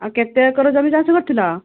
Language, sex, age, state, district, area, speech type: Odia, female, 45-60, Odisha, Kendujhar, urban, conversation